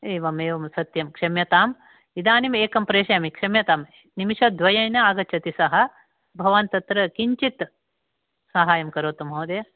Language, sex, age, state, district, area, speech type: Sanskrit, female, 60+, Karnataka, Uttara Kannada, urban, conversation